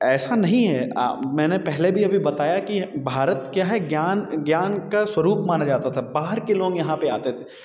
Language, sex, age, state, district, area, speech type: Hindi, male, 30-45, Uttar Pradesh, Bhadohi, urban, spontaneous